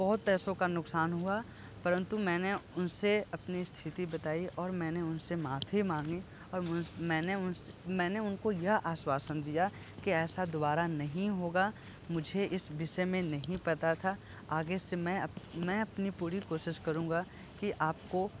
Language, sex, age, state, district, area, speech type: Hindi, male, 30-45, Uttar Pradesh, Sonbhadra, rural, spontaneous